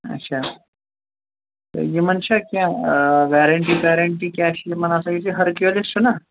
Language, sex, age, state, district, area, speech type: Kashmiri, male, 30-45, Jammu and Kashmir, Shopian, rural, conversation